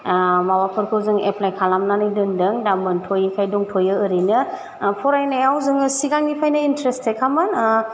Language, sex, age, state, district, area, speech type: Bodo, female, 30-45, Assam, Chirang, rural, spontaneous